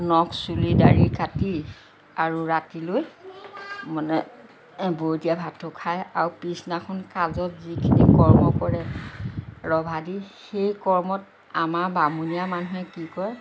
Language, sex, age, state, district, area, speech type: Assamese, female, 60+, Assam, Lakhimpur, rural, spontaneous